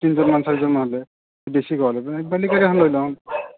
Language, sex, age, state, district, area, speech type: Assamese, male, 30-45, Assam, Morigaon, rural, conversation